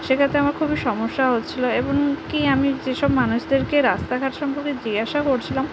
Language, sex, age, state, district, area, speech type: Bengali, female, 30-45, West Bengal, Purba Medinipur, rural, spontaneous